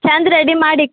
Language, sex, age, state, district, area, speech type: Kannada, female, 18-30, Karnataka, Bidar, urban, conversation